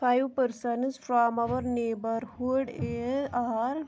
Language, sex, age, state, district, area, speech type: Kashmiri, female, 18-30, Jammu and Kashmir, Pulwama, rural, spontaneous